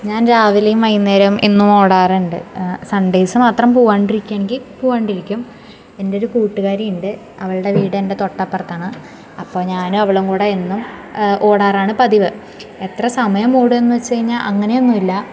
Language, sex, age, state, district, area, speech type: Malayalam, female, 18-30, Kerala, Thrissur, urban, spontaneous